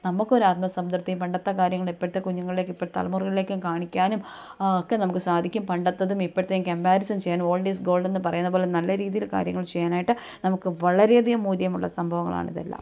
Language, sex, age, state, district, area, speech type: Malayalam, female, 30-45, Kerala, Kottayam, rural, spontaneous